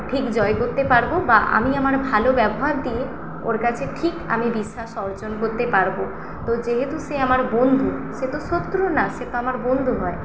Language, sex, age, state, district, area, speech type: Bengali, female, 18-30, West Bengal, Paschim Medinipur, rural, spontaneous